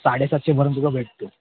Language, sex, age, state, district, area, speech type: Marathi, male, 30-45, Maharashtra, Ratnagiri, urban, conversation